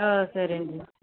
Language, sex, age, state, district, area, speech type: Telugu, female, 18-30, Andhra Pradesh, Sri Balaji, rural, conversation